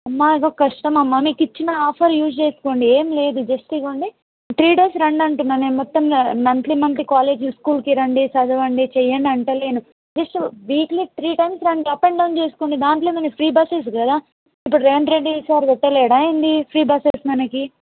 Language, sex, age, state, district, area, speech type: Telugu, other, 18-30, Telangana, Mahbubnagar, rural, conversation